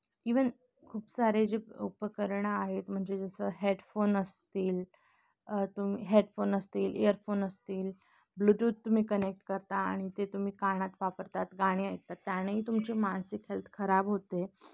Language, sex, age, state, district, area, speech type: Marathi, female, 18-30, Maharashtra, Nashik, urban, spontaneous